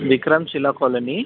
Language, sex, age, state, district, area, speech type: Marathi, male, 30-45, Maharashtra, Thane, urban, conversation